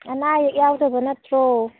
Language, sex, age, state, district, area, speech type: Manipuri, female, 30-45, Manipur, Tengnoupal, rural, conversation